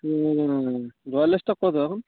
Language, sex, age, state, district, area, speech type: Bengali, male, 18-30, West Bengal, Birbhum, urban, conversation